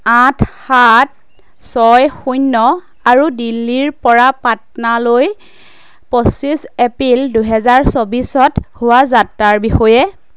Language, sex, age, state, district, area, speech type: Assamese, female, 30-45, Assam, Majuli, urban, read